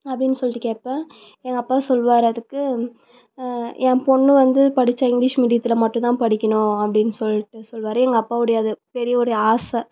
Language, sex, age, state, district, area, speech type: Tamil, female, 18-30, Tamil Nadu, Tiruvannamalai, rural, spontaneous